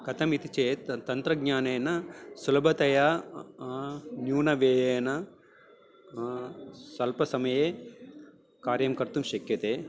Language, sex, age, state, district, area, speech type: Sanskrit, male, 45-60, Telangana, Karimnagar, urban, spontaneous